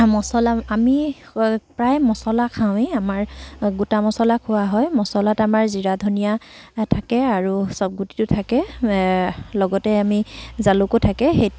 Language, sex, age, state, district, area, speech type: Assamese, female, 45-60, Assam, Dibrugarh, rural, spontaneous